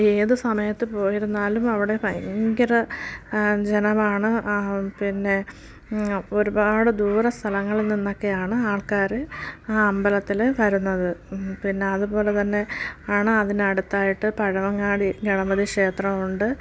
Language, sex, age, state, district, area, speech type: Malayalam, female, 30-45, Kerala, Thiruvananthapuram, rural, spontaneous